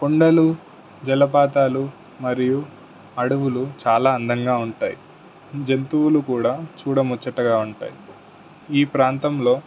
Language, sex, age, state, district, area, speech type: Telugu, male, 18-30, Telangana, Suryapet, urban, spontaneous